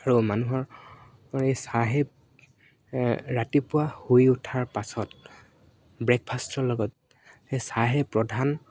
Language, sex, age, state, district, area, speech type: Assamese, male, 18-30, Assam, Dibrugarh, urban, spontaneous